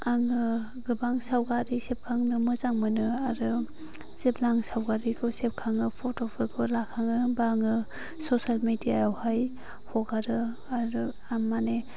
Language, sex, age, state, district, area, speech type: Bodo, female, 45-60, Assam, Chirang, urban, spontaneous